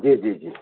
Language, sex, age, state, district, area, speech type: Hindi, male, 45-60, Madhya Pradesh, Ujjain, urban, conversation